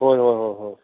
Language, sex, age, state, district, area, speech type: Manipuri, male, 60+, Manipur, Kangpokpi, urban, conversation